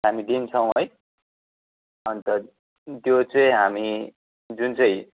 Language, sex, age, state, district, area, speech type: Nepali, male, 30-45, West Bengal, Kalimpong, rural, conversation